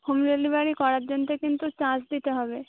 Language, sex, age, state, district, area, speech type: Bengali, female, 18-30, West Bengal, Birbhum, urban, conversation